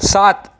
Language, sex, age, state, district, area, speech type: Marathi, male, 18-30, Maharashtra, Mumbai Suburban, urban, read